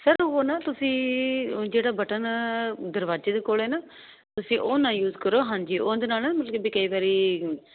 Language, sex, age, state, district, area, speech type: Punjabi, female, 30-45, Punjab, Fazilka, rural, conversation